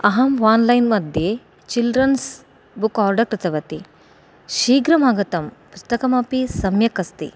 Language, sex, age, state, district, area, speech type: Sanskrit, female, 30-45, Karnataka, Dakshina Kannada, urban, spontaneous